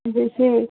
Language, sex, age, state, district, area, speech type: Hindi, female, 45-60, Uttar Pradesh, Ayodhya, rural, conversation